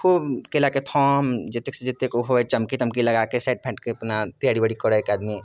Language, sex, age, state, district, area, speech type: Maithili, male, 30-45, Bihar, Muzaffarpur, rural, spontaneous